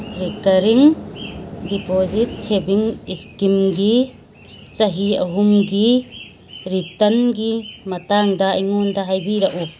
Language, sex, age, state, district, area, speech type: Manipuri, female, 60+, Manipur, Churachandpur, urban, read